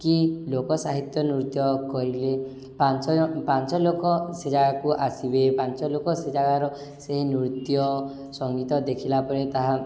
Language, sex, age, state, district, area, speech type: Odia, male, 18-30, Odisha, Subarnapur, urban, spontaneous